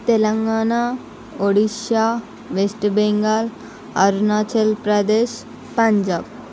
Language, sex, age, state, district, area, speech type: Telugu, female, 45-60, Andhra Pradesh, Visakhapatnam, urban, spontaneous